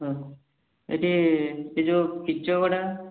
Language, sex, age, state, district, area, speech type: Odia, male, 18-30, Odisha, Mayurbhanj, rural, conversation